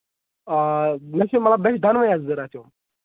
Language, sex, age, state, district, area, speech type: Kashmiri, male, 18-30, Jammu and Kashmir, Ganderbal, rural, conversation